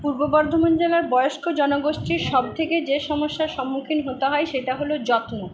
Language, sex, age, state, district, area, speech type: Bengali, female, 60+, West Bengal, Purba Bardhaman, urban, spontaneous